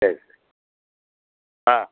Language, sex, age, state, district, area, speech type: Kannada, male, 60+, Karnataka, Mysore, urban, conversation